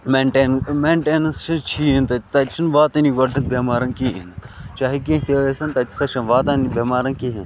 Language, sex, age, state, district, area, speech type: Kashmiri, male, 18-30, Jammu and Kashmir, Bandipora, rural, spontaneous